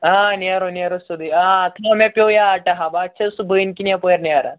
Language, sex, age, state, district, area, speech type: Kashmiri, male, 18-30, Jammu and Kashmir, Pulwama, urban, conversation